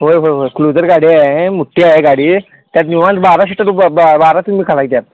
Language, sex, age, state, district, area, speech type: Marathi, male, 30-45, Maharashtra, Sangli, urban, conversation